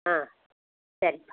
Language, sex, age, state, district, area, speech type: Tamil, female, 30-45, Tamil Nadu, Tirupattur, rural, conversation